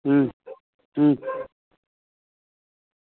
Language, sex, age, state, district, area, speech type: Dogri, male, 60+, Jammu and Kashmir, Reasi, rural, conversation